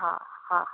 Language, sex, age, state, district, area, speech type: Sindhi, female, 45-60, Gujarat, Junagadh, urban, conversation